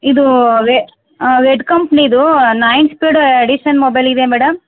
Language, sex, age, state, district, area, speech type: Kannada, female, 30-45, Karnataka, Chamarajanagar, rural, conversation